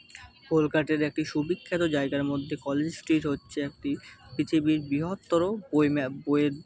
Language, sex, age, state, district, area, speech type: Bengali, male, 18-30, West Bengal, Kolkata, urban, spontaneous